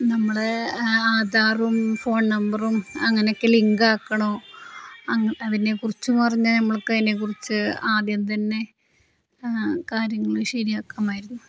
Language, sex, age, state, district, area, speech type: Malayalam, female, 30-45, Kerala, Palakkad, rural, spontaneous